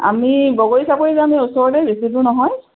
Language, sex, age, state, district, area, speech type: Assamese, female, 30-45, Assam, Charaideo, rural, conversation